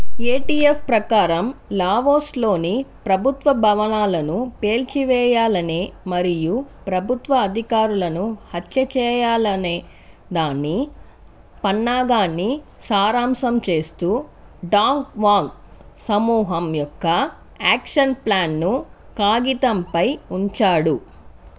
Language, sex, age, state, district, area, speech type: Telugu, female, 30-45, Andhra Pradesh, Chittoor, rural, read